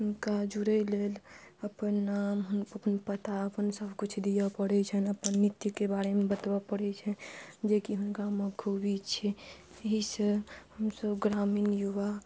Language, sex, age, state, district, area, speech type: Maithili, female, 30-45, Bihar, Madhubani, rural, spontaneous